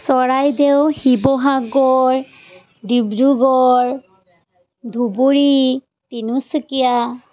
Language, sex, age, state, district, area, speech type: Assamese, female, 30-45, Assam, Charaideo, urban, spontaneous